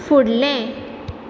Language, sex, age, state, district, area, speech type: Goan Konkani, female, 18-30, Goa, Ponda, rural, read